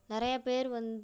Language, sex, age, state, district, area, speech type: Tamil, female, 30-45, Tamil Nadu, Nagapattinam, rural, spontaneous